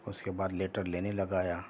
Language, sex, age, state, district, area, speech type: Urdu, female, 45-60, Telangana, Hyderabad, urban, spontaneous